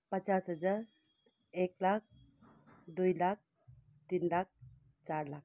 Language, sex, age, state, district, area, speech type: Nepali, female, 60+, West Bengal, Kalimpong, rural, spontaneous